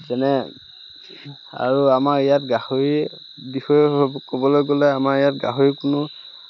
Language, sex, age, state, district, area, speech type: Assamese, male, 30-45, Assam, Majuli, urban, spontaneous